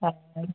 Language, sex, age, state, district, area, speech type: Assamese, female, 45-60, Assam, Golaghat, urban, conversation